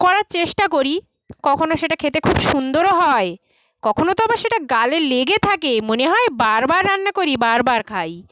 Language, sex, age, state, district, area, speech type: Bengali, female, 30-45, West Bengal, South 24 Parganas, rural, spontaneous